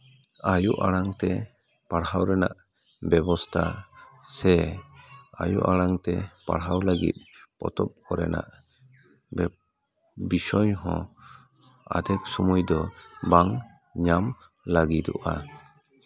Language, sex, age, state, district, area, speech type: Santali, male, 30-45, West Bengal, Paschim Bardhaman, urban, spontaneous